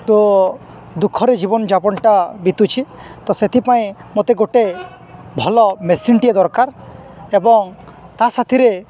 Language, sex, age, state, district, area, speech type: Odia, male, 18-30, Odisha, Balangir, urban, spontaneous